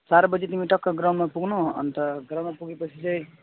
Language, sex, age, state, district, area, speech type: Nepali, male, 18-30, West Bengal, Alipurduar, rural, conversation